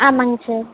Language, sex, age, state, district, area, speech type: Tamil, female, 18-30, Tamil Nadu, Erode, rural, conversation